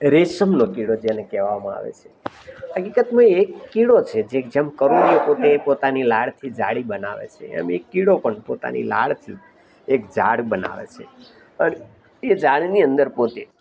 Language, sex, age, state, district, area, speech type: Gujarati, male, 60+, Gujarat, Rajkot, urban, spontaneous